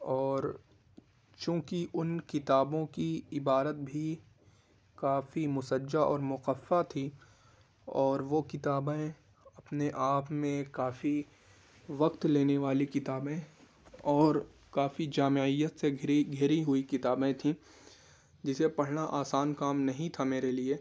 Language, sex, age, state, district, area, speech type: Urdu, male, 18-30, Uttar Pradesh, Ghaziabad, urban, spontaneous